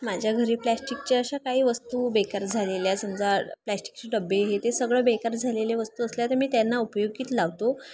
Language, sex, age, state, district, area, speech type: Marathi, female, 18-30, Maharashtra, Thane, rural, spontaneous